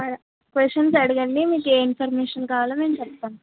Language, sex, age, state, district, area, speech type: Telugu, female, 18-30, Telangana, Karimnagar, urban, conversation